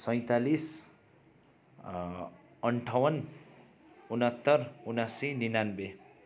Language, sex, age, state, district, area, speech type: Nepali, male, 30-45, West Bengal, Darjeeling, rural, spontaneous